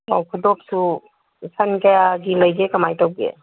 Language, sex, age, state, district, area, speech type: Manipuri, female, 60+, Manipur, Kangpokpi, urban, conversation